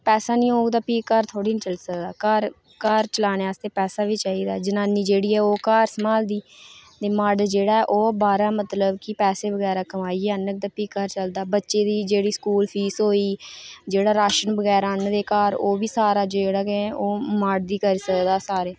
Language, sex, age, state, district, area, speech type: Dogri, female, 18-30, Jammu and Kashmir, Reasi, rural, spontaneous